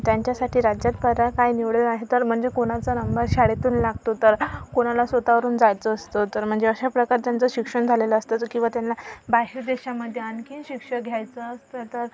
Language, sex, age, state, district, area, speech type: Marathi, female, 18-30, Maharashtra, Amravati, urban, spontaneous